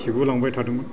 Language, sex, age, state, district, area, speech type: Bodo, male, 45-60, Assam, Baksa, urban, spontaneous